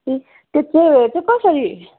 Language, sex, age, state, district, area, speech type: Nepali, female, 45-60, West Bengal, Jalpaiguri, urban, conversation